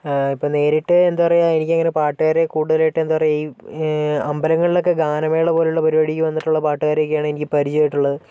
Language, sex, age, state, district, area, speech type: Malayalam, male, 18-30, Kerala, Wayanad, rural, spontaneous